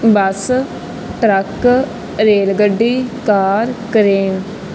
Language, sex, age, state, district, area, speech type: Punjabi, female, 18-30, Punjab, Barnala, urban, spontaneous